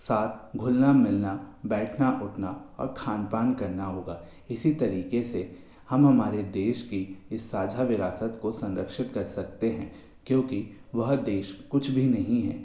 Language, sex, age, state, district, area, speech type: Hindi, male, 18-30, Madhya Pradesh, Bhopal, urban, spontaneous